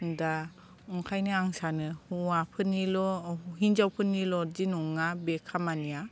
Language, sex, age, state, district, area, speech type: Bodo, female, 45-60, Assam, Kokrajhar, rural, spontaneous